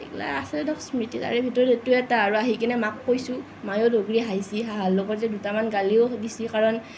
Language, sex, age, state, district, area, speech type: Assamese, female, 18-30, Assam, Nalbari, rural, spontaneous